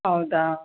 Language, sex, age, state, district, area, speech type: Kannada, female, 30-45, Karnataka, Chikkaballapur, rural, conversation